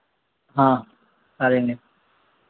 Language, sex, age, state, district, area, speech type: Hindi, male, 30-45, Madhya Pradesh, Harda, urban, conversation